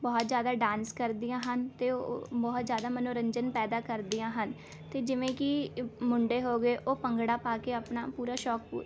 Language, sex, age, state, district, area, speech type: Punjabi, female, 18-30, Punjab, Rupnagar, urban, spontaneous